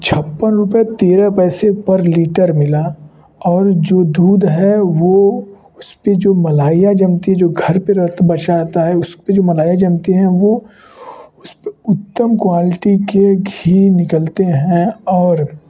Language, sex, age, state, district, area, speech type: Hindi, male, 18-30, Uttar Pradesh, Varanasi, rural, spontaneous